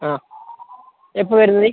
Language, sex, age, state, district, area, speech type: Malayalam, male, 18-30, Kerala, Kasaragod, rural, conversation